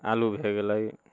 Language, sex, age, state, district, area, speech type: Maithili, male, 30-45, Bihar, Muzaffarpur, rural, spontaneous